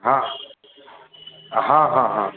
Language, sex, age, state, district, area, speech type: Hindi, male, 30-45, Bihar, Darbhanga, rural, conversation